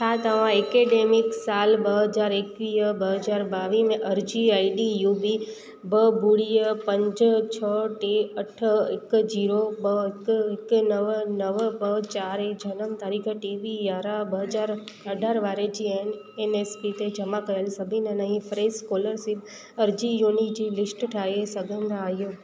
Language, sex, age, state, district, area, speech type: Sindhi, female, 30-45, Gujarat, Junagadh, urban, read